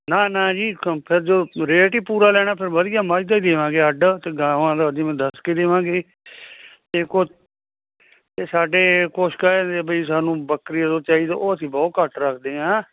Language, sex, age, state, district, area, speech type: Punjabi, male, 60+, Punjab, Muktsar, urban, conversation